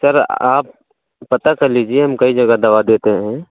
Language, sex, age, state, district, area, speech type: Hindi, male, 30-45, Uttar Pradesh, Pratapgarh, rural, conversation